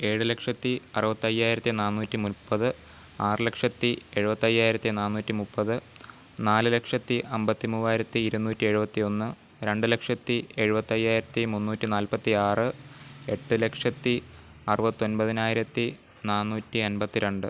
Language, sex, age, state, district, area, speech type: Malayalam, male, 18-30, Kerala, Pathanamthitta, rural, spontaneous